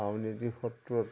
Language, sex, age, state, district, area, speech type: Assamese, male, 60+, Assam, Majuli, urban, spontaneous